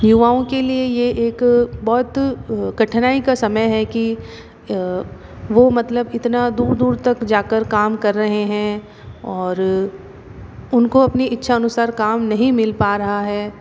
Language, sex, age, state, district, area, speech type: Hindi, female, 60+, Rajasthan, Jodhpur, urban, spontaneous